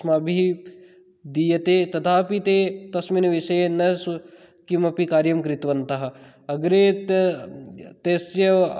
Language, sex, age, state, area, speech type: Sanskrit, male, 18-30, Rajasthan, rural, spontaneous